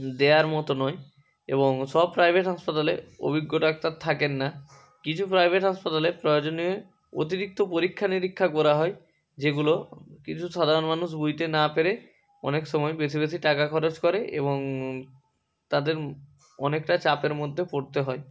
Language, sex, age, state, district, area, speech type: Bengali, male, 30-45, West Bengal, Hooghly, urban, spontaneous